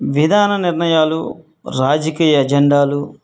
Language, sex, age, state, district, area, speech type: Telugu, male, 45-60, Andhra Pradesh, Guntur, rural, spontaneous